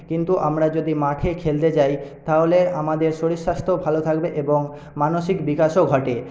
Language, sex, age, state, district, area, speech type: Bengali, male, 18-30, West Bengal, Paschim Medinipur, rural, spontaneous